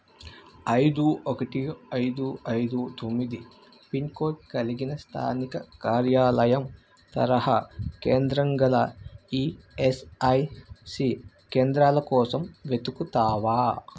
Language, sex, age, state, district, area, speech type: Telugu, male, 60+, Andhra Pradesh, Vizianagaram, rural, read